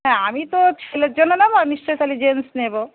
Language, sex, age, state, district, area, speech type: Bengali, female, 45-60, West Bengal, Darjeeling, urban, conversation